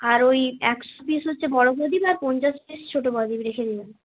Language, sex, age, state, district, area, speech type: Bengali, female, 18-30, West Bengal, Bankura, urban, conversation